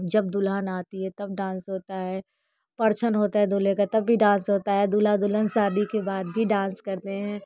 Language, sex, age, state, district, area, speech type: Hindi, female, 30-45, Uttar Pradesh, Bhadohi, rural, spontaneous